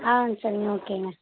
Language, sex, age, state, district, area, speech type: Tamil, female, 18-30, Tamil Nadu, Ariyalur, rural, conversation